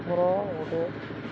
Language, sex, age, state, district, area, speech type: Odia, male, 18-30, Odisha, Balangir, urban, spontaneous